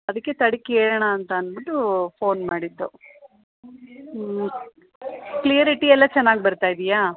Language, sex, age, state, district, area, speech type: Kannada, female, 30-45, Karnataka, Mandya, urban, conversation